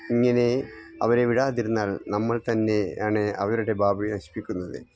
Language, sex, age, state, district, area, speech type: Malayalam, male, 60+, Kerala, Wayanad, rural, spontaneous